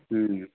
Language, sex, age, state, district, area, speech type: Bengali, male, 18-30, West Bengal, Purulia, urban, conversation